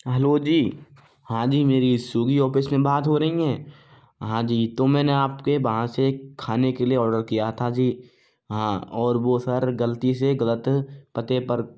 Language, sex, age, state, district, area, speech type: Hindi, male, 45-60, Rajasthan, Karauli, rural, spontaneous